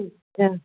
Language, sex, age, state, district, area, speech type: Hindi, female, 30-45, Uttar Pradesh, Varanasi, rural, conversation